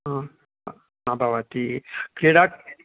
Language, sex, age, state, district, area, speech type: Sanskrit, male, 60+, Karnataka, Bangalore Urban, urban, conversation